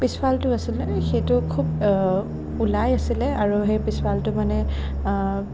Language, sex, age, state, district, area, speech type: Assamese, female, 18-30, Assam, Nagaon, rural, spontaneous